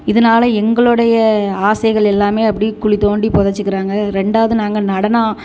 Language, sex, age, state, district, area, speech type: Tamil, female, 30-45, Tamil Nadu, Thoothukudi, rural, spontaneous